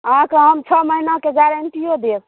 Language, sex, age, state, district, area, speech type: Maithili, female, 18-30, Bihar, Saharsa, rural, conversation